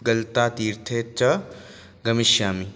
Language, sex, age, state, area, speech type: Sanskrit, male, 18-30, Rajasthan, urban, spontaneous